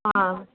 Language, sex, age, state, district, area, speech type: Tamil, female, 30-45, Tamil Nadu, Mayiladuthurai, rural, conversation